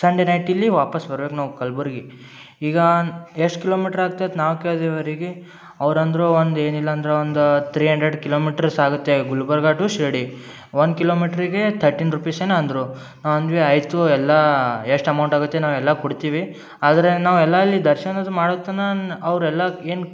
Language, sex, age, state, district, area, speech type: Kannada, male, 18-30, Karnataka, Gulbarga, urban, spontaneous